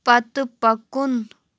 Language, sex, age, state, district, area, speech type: Kashmiri, female, 18-30, Jammu and Kashmir, Shopian, rural, read